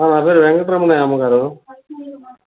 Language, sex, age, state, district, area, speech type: Telugu, male, 60+, Andhra Pradesh, Nellore, rural, conversation